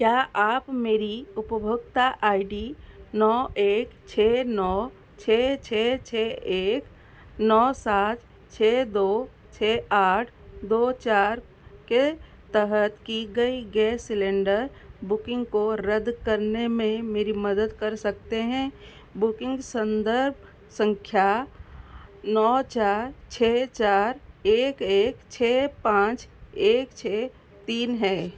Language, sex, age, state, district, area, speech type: Hindi, female, 45-60, Madhya Pradesh, Seoni, rural, read